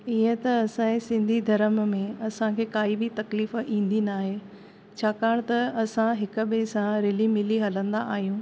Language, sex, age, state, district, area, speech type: Sindhi, female, 30-45, Maharashtra, Thane, urban, spontaneous